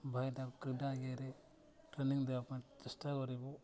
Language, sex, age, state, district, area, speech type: Odia, male, 18-30, Odisha, Nabarangpur, urban, spontaneous